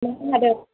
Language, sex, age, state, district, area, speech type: Bodo, female, 18-30, Assam, Chirang, rural, conversation